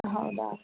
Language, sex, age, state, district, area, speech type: Kannada, female, 18-30, Karnataka, Tumkur, rural, conversation